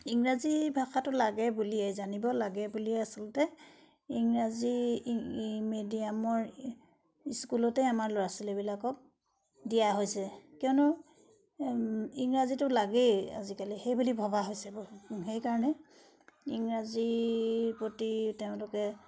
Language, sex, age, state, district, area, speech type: Assamese, female, 60+, Assam, Charaideo, urban, spontaneous